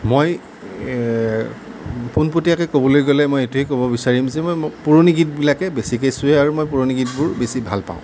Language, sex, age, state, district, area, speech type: Assamese, male, 30-45, Assam, Nalbari, rural, spontaneous